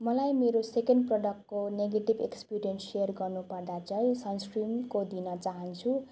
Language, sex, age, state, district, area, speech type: Nepali, female, 18-30, West Bengal, Darjeeling, rural, spontaneous